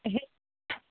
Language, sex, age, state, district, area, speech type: Assamese, female, 18-30, Assam, Morigaon, rural, conversation